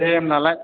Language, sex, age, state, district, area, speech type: Bodo, male, 18-30, Assam, Chirang, urban, conversation